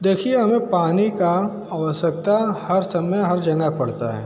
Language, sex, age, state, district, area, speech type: Hindi, male, 30-45, Uttar Pradesh, Bhadohi, urban, spontaneous